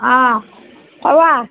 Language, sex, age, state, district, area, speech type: Assamese, female, 60+, Assam, Nalbari, rural, conversation